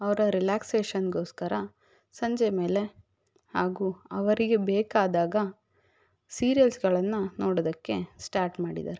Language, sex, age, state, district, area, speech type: Kannada, female, 18-30, Karnataka, Davanagere, rural, spontaneous